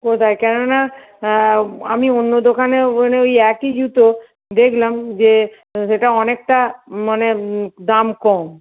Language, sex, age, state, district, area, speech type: Bengali, female, 45-60, West Bengal, North 24 Parganas, urban, conversation